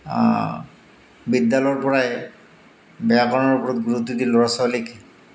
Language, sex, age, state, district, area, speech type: Assamese, male, 45-60, Assam, Goalpara, urban, spontaneous